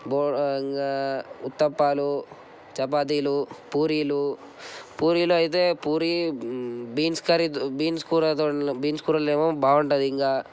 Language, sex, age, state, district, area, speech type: Telugu, male, 18-30, Telangana, Medchal, urban, spontaneous